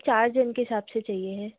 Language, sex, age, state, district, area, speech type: Hindi, female, 30-45, Madhya Pradesh, Jabalpur, urban, conversation